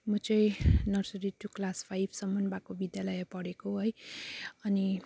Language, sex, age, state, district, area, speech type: Nepali, female, 30-45, West Bengal, Jalpaiguri, urban, spontaneous